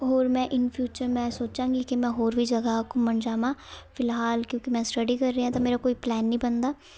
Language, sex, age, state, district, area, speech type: Punjabi, female, 18-30, Punjab, Shaheed Bhagat Singh Nagar, urban, spontaneous